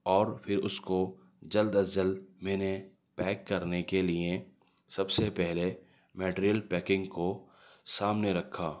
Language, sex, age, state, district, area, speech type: Urdu, male, 30-45, Delhi, Central Delhi, urban, spontaneous